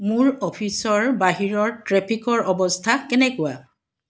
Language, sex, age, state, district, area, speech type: Assamese, female, 45-60, Assam, Dibrugarh, urban, read